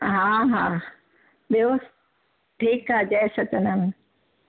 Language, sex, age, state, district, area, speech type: Sindhi, female, 60+, Gujarat, Surat, urban, conversation